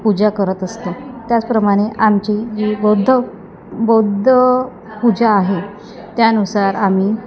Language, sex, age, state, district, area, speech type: Marathi, female, 30-45, Maharashtra, Wardha, rural, spontaneous